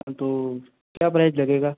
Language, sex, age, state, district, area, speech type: Hindi, male, 60+, Rajasthan, Jodhpur, urban, conversation